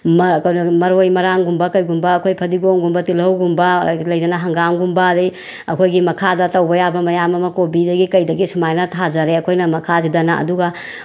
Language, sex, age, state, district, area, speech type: Manipuri, female, 30-45, Manipur, Bishnupur, rural, spontaneous